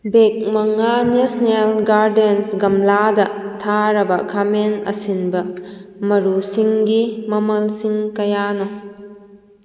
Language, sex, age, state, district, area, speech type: Manipuri, female, 18-30, Manipur, Kakching, rural, read